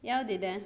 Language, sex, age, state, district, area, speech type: Kannada, female, 30-45, Karnataka, Shimoga, rural, spontaneous